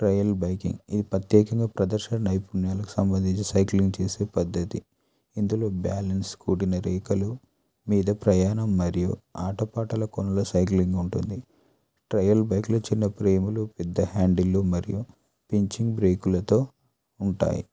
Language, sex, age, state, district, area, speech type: Telugu, male, 30-45, Telangana, Adilabad, rural, spontaneous